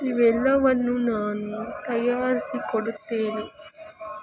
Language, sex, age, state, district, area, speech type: Kannada, female, 60+, Karnataka, Kolar, rural, spontaneous